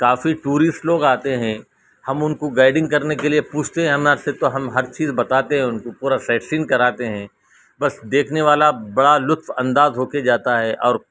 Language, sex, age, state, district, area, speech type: Urdu, male, 45-60, Telangana, Hyderabad, urban, spontaneous